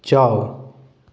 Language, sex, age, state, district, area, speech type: Manipuri, male, 45-60, Manipur, Thoubal, rural, read